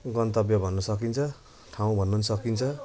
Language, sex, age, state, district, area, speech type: Nepali, male, 30-45, West Bengal, Jalpaiguri, urban, spontaneous